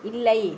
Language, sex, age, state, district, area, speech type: Tamil, female, 60+, Tamil Nadu, Mayiladuthurai, urban, read